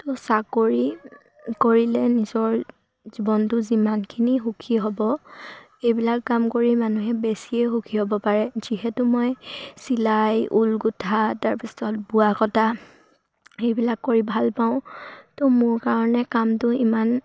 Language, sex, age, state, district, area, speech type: Assamese, female, 18-30, Assam, Sivasagar, rural, spontaneous